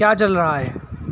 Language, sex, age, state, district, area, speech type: Urdu, male, 18-30, Uttar Pradesh, Shahjahanpur, urban, read